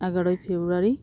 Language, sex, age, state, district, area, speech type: Santali, female, 30-45, West Bengal, Paschim Bardhaman, rural, spontaneous